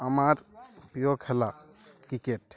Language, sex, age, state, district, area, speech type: Bengali, male, 18-30, West Bengal, Uttar Dinajpur, urban, spontaneous